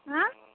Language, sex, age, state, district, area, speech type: Bengali, female, 45-60, West Bengal, South 24 Parganas, rural, conversation